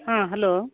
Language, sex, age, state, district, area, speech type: Kannada, female, 30-45, Karnataka, Uttara Kannada, rural, conversation